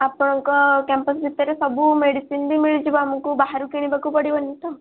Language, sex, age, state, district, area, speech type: Odia, female, 18-30, Odisha, Kendujhar, urban, conversation